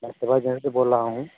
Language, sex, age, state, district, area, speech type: Hindi, male, 45-60, Uttar Pradesh, Mirzapur, rural, conversation